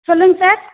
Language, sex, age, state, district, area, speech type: Tamil, female, 30-45, Tamil Nadu, Dharmapuri, rural, conversation